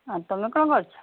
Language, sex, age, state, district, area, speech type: Odia, female, 45-60, Odisha, Angul, rural, conversation